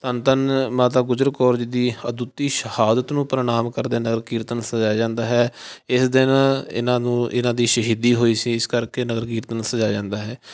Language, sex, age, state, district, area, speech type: Punjabi, male, 18-30, Punjab, Fatehgarh Sahib, rural, spontaneous